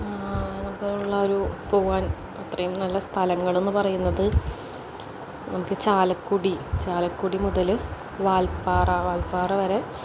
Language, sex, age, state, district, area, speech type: Malayalam, female, 18-30, Kerala, Palakkad, rural, spontaneous